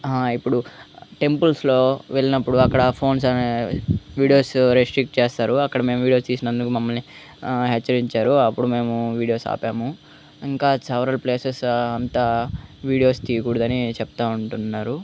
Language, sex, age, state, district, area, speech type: Telugu, male, 18-30, Andhra Pradesh, Eluru, urban, spontaneous